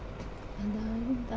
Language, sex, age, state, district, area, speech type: Telugu, male, 60+, Andhra Pradesh, Krishna, urban, read